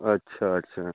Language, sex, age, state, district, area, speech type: Hindi, male, 45-60, Uttar Pradesh, Bhadohi, urban, conversation